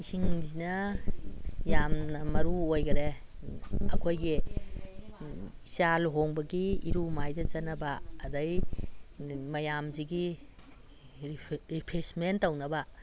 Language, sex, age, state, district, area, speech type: Manipuri, female, 60+, Manipur, Imphal East, rural, spontaneous